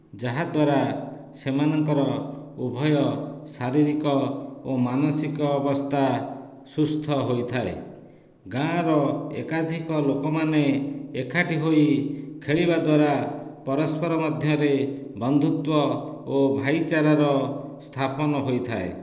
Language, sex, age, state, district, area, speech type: Odia, male, 45-60, Odisha, Dhenkanal, rural, spontaneous